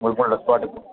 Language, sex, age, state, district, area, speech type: Tamil, male, 45-60, Tamil Nadu, Thanjavur, urban, conversation